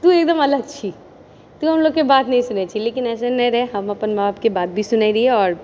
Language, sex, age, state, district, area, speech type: Maithili, female, 30-45, Bihar, Purnia, rural, spontaneous